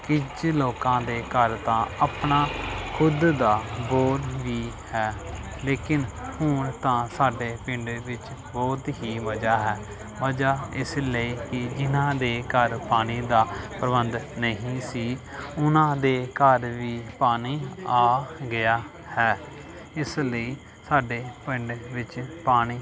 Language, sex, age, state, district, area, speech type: Punjabi, male, 30-45, Punjab, Pathankot, rural, spontaneous